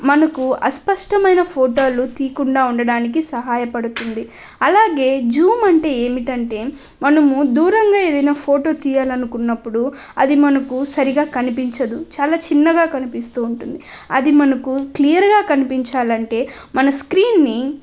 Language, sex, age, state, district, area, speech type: Telugu, female, 18-30, Andhra Pradesh, Nellore, rural, spontaneous